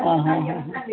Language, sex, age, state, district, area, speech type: Odia, male, 45-60, Odisha, Gajapati, rural, conversation